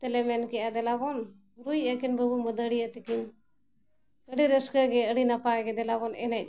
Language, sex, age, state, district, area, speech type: Santali, female, 45-60, Jharkhand, Bokaro, rural, spontaneous